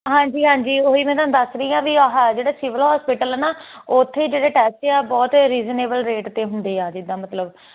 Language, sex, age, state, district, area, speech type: Punjabi, female, 18-30, Punjab, Hoshiarpur, rural, conversation